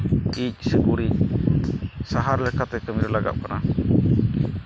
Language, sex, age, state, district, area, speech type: Santali, male, 45-60, West Bengal, Uttar Dinajpur, rural, spontaneous